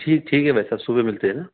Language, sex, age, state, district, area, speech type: Hindi, male, 30-45, Madhya Pradesh, Ujjain, urban, conversation